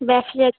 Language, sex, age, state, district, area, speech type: Bengali, female, 18-30, West Bengal, Uttar Dinajpur, urban, conversation